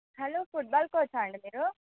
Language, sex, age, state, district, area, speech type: Telugu, female, 45-60, Andhra Pradesh, Visakhapatnam, urban, conversation